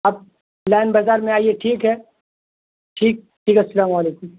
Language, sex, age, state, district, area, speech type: Urdu, male, 18-30, Bihar, Purnia, rural, conversation